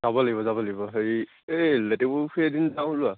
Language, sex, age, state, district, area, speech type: Assamese, male, 18-30, Assam, Lakhimpur, urban, conversation